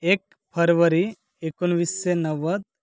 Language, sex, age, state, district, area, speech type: Marathi, male, 30-45, Maharashtra, Gadchiroli, rural, spontaneous